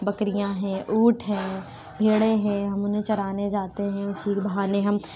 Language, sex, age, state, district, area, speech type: Urdu, female, 18-30, Uttar Pradesh, Lucknow, rural, spontaneous